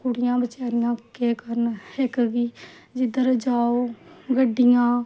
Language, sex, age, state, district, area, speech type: Dogri, female, 30-45, Jammu and Kashmir, Samba, rural, spontaneous